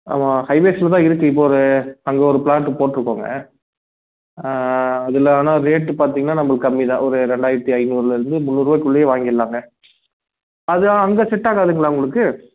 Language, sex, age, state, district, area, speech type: Tamil, male, 30-45, Tamil Nadu, Salem, urban, conversation